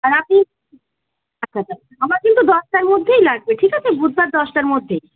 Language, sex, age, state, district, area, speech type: Bengali, female, 30-45, West Bengal, Howrah, urban, conversation